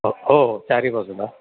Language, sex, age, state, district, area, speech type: Marathi, male, 60+, Maharashtra, Sindhudurg, rural, conversation